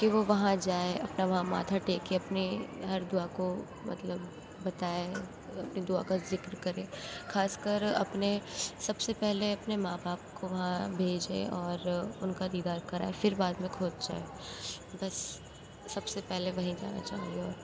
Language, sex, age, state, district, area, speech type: Urdu, female, 18-30, Uttar Pradesh, Gautam Buddha Nagar, urban, spontaneous